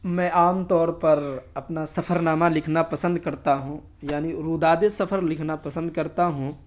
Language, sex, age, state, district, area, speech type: Urdu, male, 30-45, Bihar, Darbhanga, rural, spontaneous